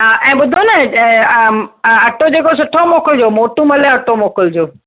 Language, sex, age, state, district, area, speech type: Sindhi, female, 45-60, Maharashtra, Thane, urban, conversation